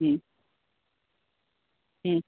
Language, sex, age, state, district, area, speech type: Bengali, male, 45-60, West Bengal, Purba Bardhaman, urban, conversation